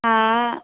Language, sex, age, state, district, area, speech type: Sindhi, female, 18-30, Maharashtra, Thane, urban, conversation